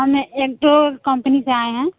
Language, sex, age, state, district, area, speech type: Hindi, female, 30-45, Uttar Pradesh, Mirzapur, rural, conversation